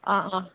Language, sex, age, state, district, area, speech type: Kannada, female, 18-30, Karnataka, Dakshina Kannada, rural, conversation